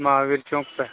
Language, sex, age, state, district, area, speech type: Urdu, male, 45-60, Uttar Pradesh, Muzaffarnagar, urban, conversation